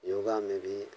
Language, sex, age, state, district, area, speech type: Hindi, male, 45-60, Uttar Pradesh, Mau, rural, spontaneous